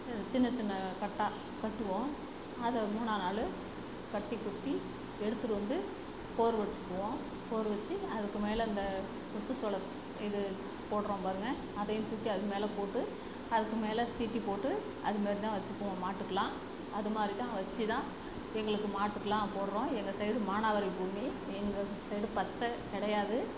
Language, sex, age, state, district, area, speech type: Tamil, female, 45-60, Tamil Nadu, Perambalur, rural, spontaneous